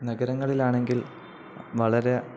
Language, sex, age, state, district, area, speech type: Malayalam, male, 18-30, Kerala, Kozhikode, rural, spontaneous